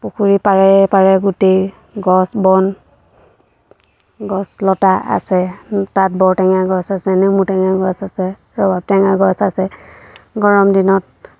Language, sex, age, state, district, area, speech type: Assamese, female, 30-45, Assam, Lakhimpur, rural, spontaneous